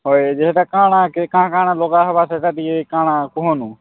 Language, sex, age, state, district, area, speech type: Odia, male, 18-30, Odisha, Kalahandi, rural, conversation